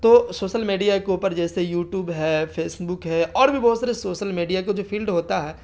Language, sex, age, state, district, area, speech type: Urdu, male, 30-45, Bihar, Darbhanga, rural, spontaneous